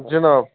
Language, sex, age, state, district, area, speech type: Kashmiri, male, 30-45, Jammu and Kashmir, Baramulla, urban, conversation